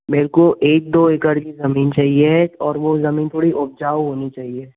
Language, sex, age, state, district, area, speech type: Hindi, male, 30-45, Madhya Pradesh, Jabalpur, urban, conversation